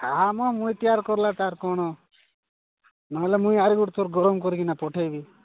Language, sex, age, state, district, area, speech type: Odia, male, 45-60, Odisha, Nabarangpur, rural, conversation